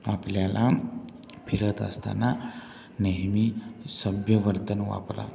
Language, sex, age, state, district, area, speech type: Marathi, male, 30-45, Maharashtra, Satara, rural, spontaneous